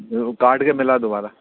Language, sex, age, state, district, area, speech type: Sindhi, male, 45-60, Delhi, South Delhi, urban, conversation